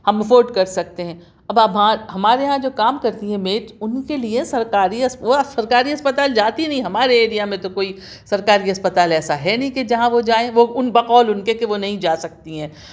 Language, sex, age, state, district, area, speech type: Urdu, female, 60+, Delhi, South Delhi, urban, spontaneous